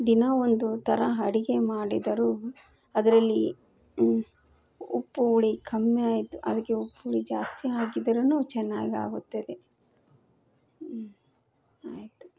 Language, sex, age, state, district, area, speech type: Kannada, female, 30-45, Karnataka, Koppal, urban, spontaneous